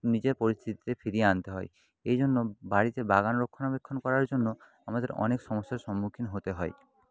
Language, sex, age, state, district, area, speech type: Bengali, male, 30-45, West Bengal, Paschim Medinipur, rural, spontaneous